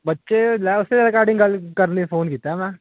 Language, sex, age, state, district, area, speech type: Punjabi, male, 18-30, Punjab, Ludhiana, urban, conversation